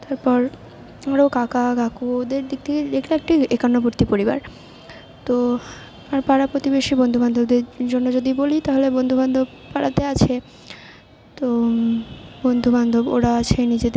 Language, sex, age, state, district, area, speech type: Bengali, female, 60+, West Bengal, Purba Bardhaman, urban, spontaneous